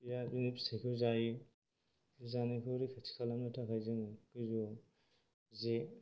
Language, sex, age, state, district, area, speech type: Bodo, male, 45-60, Assam, Kokrajhar, rural, spontaneous